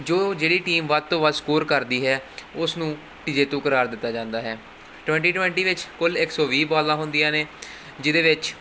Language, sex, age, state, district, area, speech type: Punjabi, male, 18-30, Punjab, Gurdaspur, urban, spontaneous